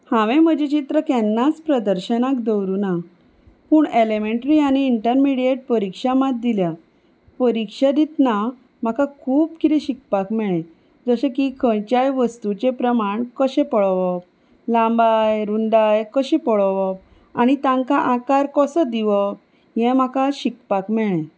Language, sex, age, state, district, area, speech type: Goan Konkani, female, 30-45, Goa, Salcete, rural, spontaneous